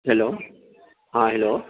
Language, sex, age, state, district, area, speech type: Urdu, male, 30-45, Delhi, South Delhi, urban, conversation